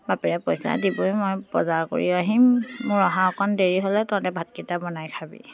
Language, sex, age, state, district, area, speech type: Assamese, female, 45-60, Assam, Biswanath, rural, spontaneous